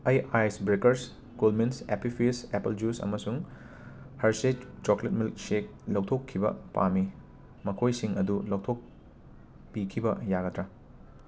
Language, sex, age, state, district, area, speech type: Manipuri, male, 18-30, Manipur, Imphal West, urban, read